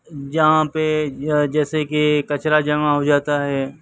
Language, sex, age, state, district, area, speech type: Urdu, male, 45-60, Telangana, Hyderabad, urban, spontaneous